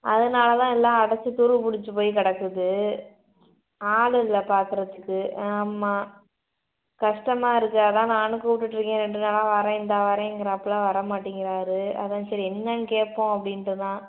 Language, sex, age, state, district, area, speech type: Tamil, female, 18-30, Tamil Nadu, Pudukkottai, rural, conversation